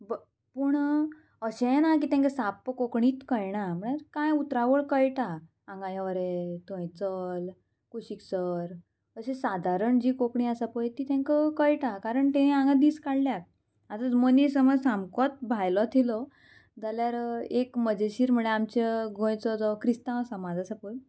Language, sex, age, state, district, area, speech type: Goan Konkani, female, 18-30, Goa, Murmgao, rural, spontaneous